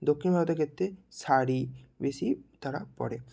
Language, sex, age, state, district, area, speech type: Bengali, male, 18-30, West Bengal, Bankura, urban, spontaneous